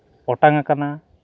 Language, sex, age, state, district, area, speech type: Santali, male, 30-45, West Bengal, Malda, rural, spontaneous